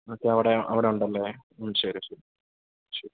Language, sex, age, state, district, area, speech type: Malayalam, male, 18-30, Kerala, Idukki, rural, conversation